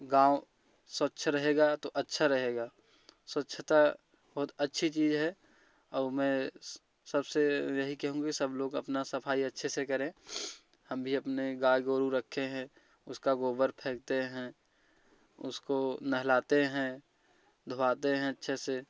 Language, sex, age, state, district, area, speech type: Hindi, male, 18-30, Uttar Pradesh, Jaunpur, rural, spontaneous